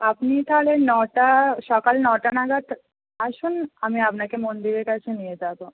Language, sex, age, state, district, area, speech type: Bengali, female, 18-30, West Bengal, Howrah, urban, conversation